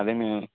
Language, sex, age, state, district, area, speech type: Telugu, male, 18-30, Andhra Pradesh, Guntur, urban, conversation